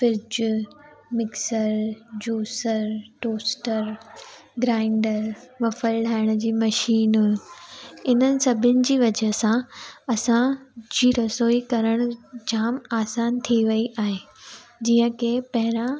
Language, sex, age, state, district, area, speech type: Sindhi, female, 18-30, Gujarat, Surat, urban, spontaneous